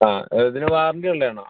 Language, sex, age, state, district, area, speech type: Malayalam, male, 18-30, Kerala, Wayanad, rural, conversation